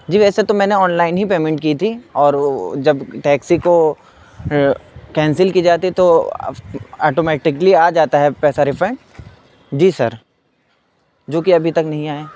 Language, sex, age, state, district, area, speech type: Urdu, male, 18-30, Uttar Pradesh, Saharanpur, urban, spontaneous